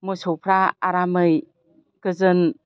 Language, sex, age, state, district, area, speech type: Bodo, female, 60+, Assam, Chirang, rural, spontaneous